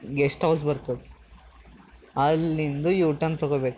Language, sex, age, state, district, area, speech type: Kannada, male, 18-30, Karnataka, Bidar, urban, spontaneous